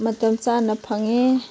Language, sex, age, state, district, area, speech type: Manipuri, female, 30-45, Manipur, Chandel, rural, spontaneous